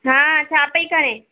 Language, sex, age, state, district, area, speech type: Sindhi, female, 30-45, Maharashtra, Mumbai Suburban, urban, conversation